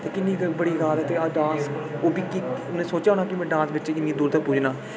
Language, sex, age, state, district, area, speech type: Dogri, male, 18-30, Jammu and Kashmir, Udhampur, urban, spontaneous